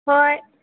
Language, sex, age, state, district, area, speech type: Manipuri, female, 18-30, Manipur, Imphal West, rural, conversation